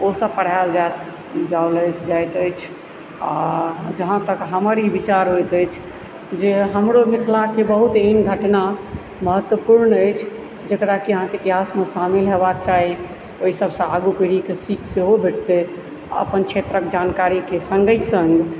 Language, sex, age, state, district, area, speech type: Maithili, female, 45-60, Bihar, Supaul, rural, spontaneous